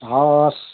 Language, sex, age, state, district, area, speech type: Nepali, male, 60+, West Bengal, Kalimpong, rural, conversation